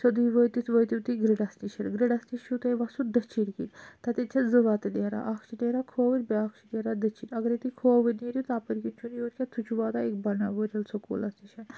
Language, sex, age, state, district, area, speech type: Kashmiri, female, 45-60, Jammu and Kashmir, Srinagar, urban, spontaneous